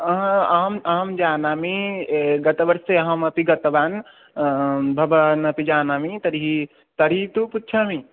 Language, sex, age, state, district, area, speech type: Sanskrit, male, 18-30, Odisha, Khordha, rural, conversation